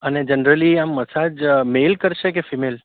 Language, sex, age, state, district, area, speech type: Gujarati, male, 30-45, Gujarat, Surat, urban, conversation